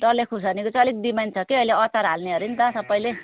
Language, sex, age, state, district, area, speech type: Nepali, female, 45-60, West Bengal, Darjeeling, rural, conversation